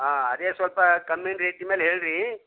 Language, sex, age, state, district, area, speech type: Kannada, male, 60+, Karnataka, Bidar, rural, conversation